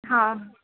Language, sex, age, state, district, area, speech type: Sindhi, female, 18-30, Madhya Pradesh, Katni, urban, conversation